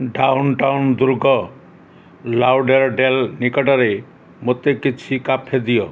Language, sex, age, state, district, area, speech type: Odia, male, 60+, Odisha, Ganjam, urban, read